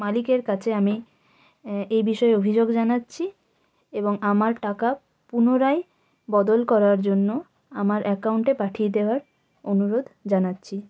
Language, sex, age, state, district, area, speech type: Bengali, female, 18-30, West Bengal, North 24 Parganas, rural, spontaneous